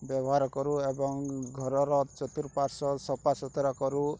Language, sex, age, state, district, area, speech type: Odia, male, 30-45, Odisha, Rayagada, rural, spontaneous